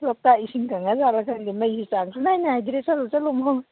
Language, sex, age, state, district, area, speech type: Manipuri, female, 30-45, Manipur, Kangpokpi, urban, conversation